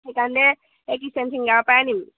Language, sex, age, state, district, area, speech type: Assamese, female, 18-30, Assam, Jorhat, urban, conversation